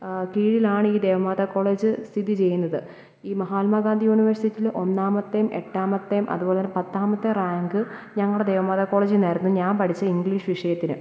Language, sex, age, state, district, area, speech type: Malayalam, female, 18-30, Kerala, Kottayam, rural, spontaneous